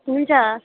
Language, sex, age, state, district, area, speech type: Nepali, female, 18-30, West Bengal, Darjeeling, rural, conversation